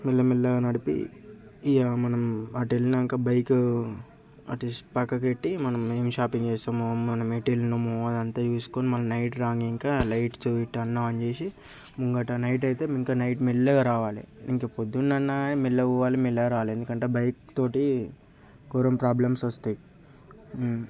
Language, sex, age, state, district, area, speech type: Telugu, male, 18-30, Telangana, Peddapalli, rural, spontaneous